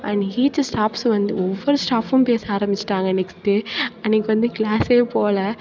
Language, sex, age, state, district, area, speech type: Tamil, female, 18-30, Tamil Nadu, Mayiladuthurai, rural, spontaneous